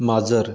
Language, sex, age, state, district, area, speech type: Goan Konkani, male, 30-45, Goa, Canacona, rural, read